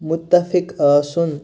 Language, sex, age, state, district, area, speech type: Kashmiri, male, 30-45, Jammu and Kashmir, Kupwara, rural, read